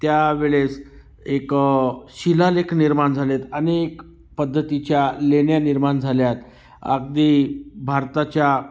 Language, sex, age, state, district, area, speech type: Marathi, male, 45-60, Maharashtra, Nashik, rural, spontaneous